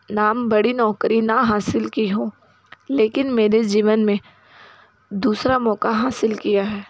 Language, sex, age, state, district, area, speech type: Hindi, female, 30-45, Uttar Pradesh, Sonbhadra, rural, spontaneous